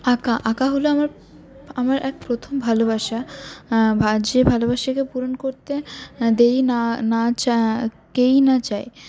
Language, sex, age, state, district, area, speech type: Bengali, female, 18-30, West Bengal, Paschim Bardhaman, urban, spontaneous